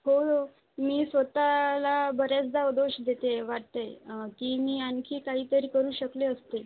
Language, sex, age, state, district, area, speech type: Marathi, female, 18-30, Maharashtra, Aurangabad, rural, conversation